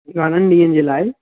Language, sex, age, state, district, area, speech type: Sindhi, male, 18-30, Gujarat, Surat, urban, conversation